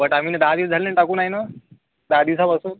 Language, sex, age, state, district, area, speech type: Marathi, male, 45-60, Maharashtra, Yavatmal, rural, conversation